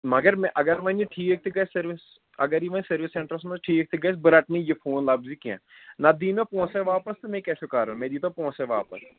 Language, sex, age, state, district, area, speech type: Kashmiri, male, 30-45, Jammu and Kashmir, Srinagar, urban, conversation